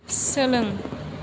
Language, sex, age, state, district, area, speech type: Bodo, female, 18-30, Assam, Chirang, rural, read